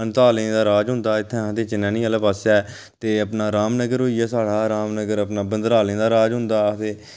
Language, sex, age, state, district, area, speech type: Dogri, male, 30-45, Jammu and Kashmir, Udhampur, rural, spontaneous